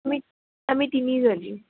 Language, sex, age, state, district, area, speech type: Assamese, female, 18-30, Assam, Udalguri, rural, conversation